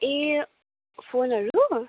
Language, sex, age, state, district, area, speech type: Nepali, female, 18-30, West Bengal, Kalimpong, rural, conversation